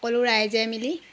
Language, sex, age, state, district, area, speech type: Assamese, female, 30-45, Assam, Jorhat, urban, spontaneous